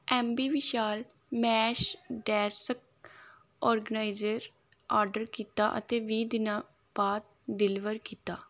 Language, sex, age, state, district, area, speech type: Punjabi, female, 18-30, Punjab, Gurdaspur, rural, read